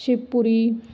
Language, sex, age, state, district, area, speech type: Punjabi, female, 30-45, Punjab, Ludhiana, urban, spontaneous